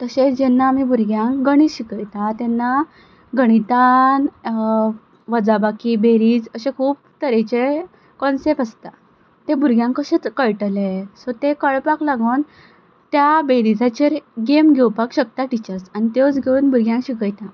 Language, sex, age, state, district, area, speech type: Goan Konkani, female, 18-30, Goa, Ponda, rural, spontaneous